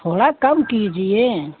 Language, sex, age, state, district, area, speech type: Hindi, female, 60+, Uttar Pradesh, Pratapgarh, rural, conversation